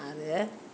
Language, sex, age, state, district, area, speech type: Bodo, female, 60+, Assam, Kokrajhar, rural, spontaneous